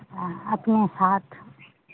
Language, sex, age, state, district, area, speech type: Hindi, female, 45-60, Bihar, Madhepura, rural, conversation